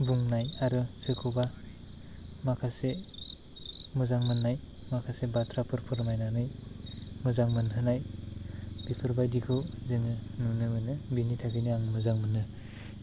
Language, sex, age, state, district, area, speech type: Bodo, male, 30-45, Assam, Chirang, urban, spontaneous